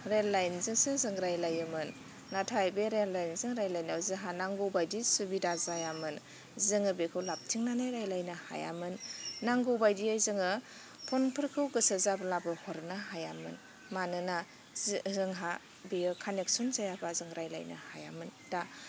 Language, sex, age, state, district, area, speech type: Bodo, female, 30-45, Assam, Baksa, rural, spontaneous